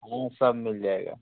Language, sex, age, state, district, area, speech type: Hindi, male, 30-45, Uttar Pradesh, Ghazipur, rural, conversation